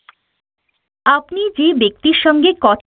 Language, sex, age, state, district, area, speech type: Bengali, female, 60+, West Bengal, Birbhum, urban, conversation